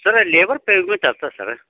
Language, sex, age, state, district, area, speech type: Kannada, male, 30-45, Karnataka, Dharwad, rural, conversation